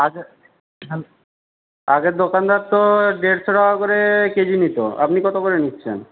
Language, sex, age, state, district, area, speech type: Bengali, male, 60+, West Bengal, Jhargram, rural, conversation